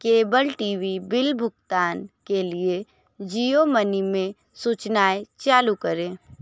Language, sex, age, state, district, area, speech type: Hindi, female, 45-60, Uttar Pradesh, Sonbhadra, rural, read